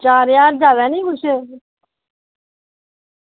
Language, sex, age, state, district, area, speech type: Dogri, female, 18-30, Jammu and Kashmir, Reasi, rural, conversation